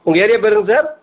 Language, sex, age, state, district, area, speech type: Tamil, male, 45-60, Tamil Nadu, Tiruppur, rural, conversation